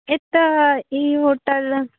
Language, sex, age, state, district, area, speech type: Maithili, female, 18-30, Bihar, Supaul, rural, conversation